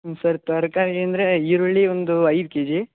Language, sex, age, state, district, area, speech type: Kannada, male, 18-30, Karnataka, Shimoga, rural, conversation